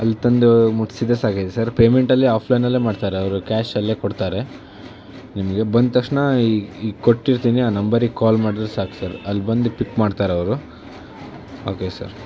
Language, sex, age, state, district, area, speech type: Kannada, male, 18-30, Karnataka, Shimoga, rural, spontaneous